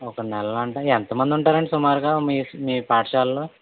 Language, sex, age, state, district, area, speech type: Telugu, male, 18-30, Andhra Pradesh, West Godavari, rural, conversation